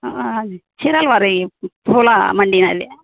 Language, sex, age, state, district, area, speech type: Telugu, female, 60+, Andhra Pradesh, Kadapa, rural, conversation